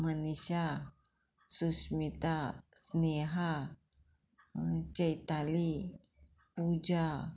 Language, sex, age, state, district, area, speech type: Goan Konkani, female, 45-60, Goa, Murmgao, urban, spontaneous